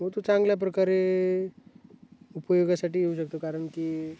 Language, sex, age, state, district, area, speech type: Marathi, male, 18-30, Maharashtra, Hingoli, urban, spontaneous